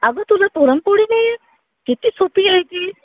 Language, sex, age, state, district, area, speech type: Marathi, female, 30-45, Maharashtra, Amravati, urban, conversation